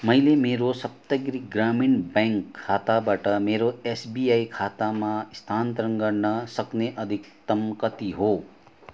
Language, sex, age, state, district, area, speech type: Nepali, male, 45-60, West Bengal, Kalimpong, rural, read